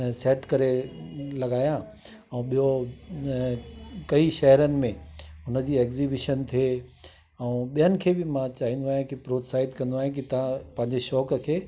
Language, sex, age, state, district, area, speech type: Sindhi, male, 60+, Delhi, South Delhi, urban, spontaneous